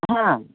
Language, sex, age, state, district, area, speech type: Maithili, female, 60+, Bihar, Muzaffarpur, rural, conversation